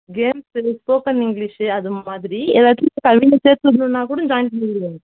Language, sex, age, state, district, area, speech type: Tamil, female, 18-30, Tamil Nadu, Thanjavur, rural, conversation